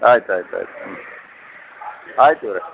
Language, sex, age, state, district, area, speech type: Kannada, male, 60+, Karnataka, Dakshina Kannada, rural, conversation